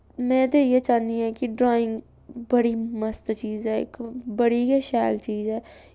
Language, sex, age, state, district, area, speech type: Dogri, female, 18-30, Jammu and Kashmir, Samba, rural, spontaneous